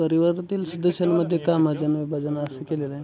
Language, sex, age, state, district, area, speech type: Marathi, male, 18-30, Maharashtra, Satara, rural, spontaneous